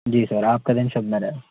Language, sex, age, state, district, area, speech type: Hindi, male, 18-30, Madhya Pradesh, Jabalpur, urban, conversation